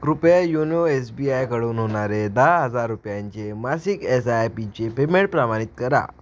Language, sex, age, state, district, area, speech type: Marathi, male, 18-30, Maharashtra, Akola, rural, read